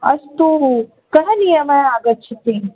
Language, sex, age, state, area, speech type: Sanskrit, female, 18-30, Rajasthan, urban, conversation